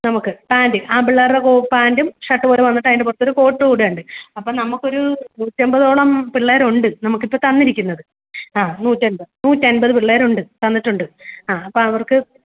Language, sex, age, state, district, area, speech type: Malayalam, female, 30-45, Kerala, Alappuzha, rural, conversation